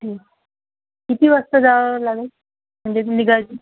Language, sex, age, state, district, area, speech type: Marathi, female, 30-45, Maharashtra, Thane, urban, conversation